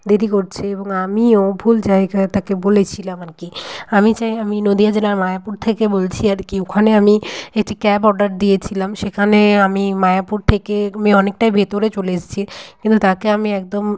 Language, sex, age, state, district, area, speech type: Bengali, female, 18-30, West Bengal, Nadia, rural, spontaneous